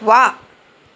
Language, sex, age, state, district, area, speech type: Kannada, female, 45-60, Karnataka, Kolar, urban, read